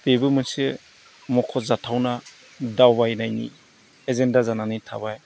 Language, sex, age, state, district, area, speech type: Bodo, male, 45-60, Assam, Udalguri, rural, spontaneous